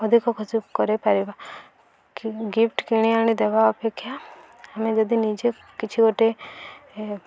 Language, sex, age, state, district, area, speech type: Odia, female, 18-30, Odisha, Subarnapur, rural, spontaneous